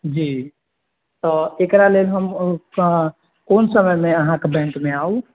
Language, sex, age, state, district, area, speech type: Maithili, male, 18-30, Bihar, Sitamarhi, rural, conversation